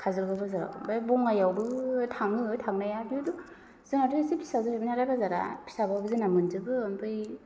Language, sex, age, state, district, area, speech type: Bodo, female, 30-45, Assam, Chirang, urban, spontaneous